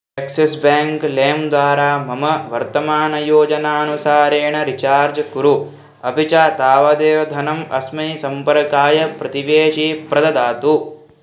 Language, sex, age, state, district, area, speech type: Sanskrit, male, 18-30, Uttar Pradesh, Hardoi, urban, read